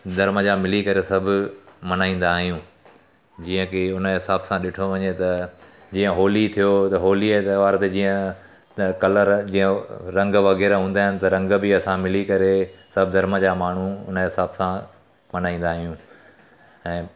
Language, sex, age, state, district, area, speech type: Sindhi, male, 30-45, Gujarat, Surat, urban, spontaneous